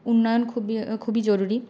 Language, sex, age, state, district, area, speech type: Bengali, female, 30-45, West Bengal, Purulia, rural, spontaneous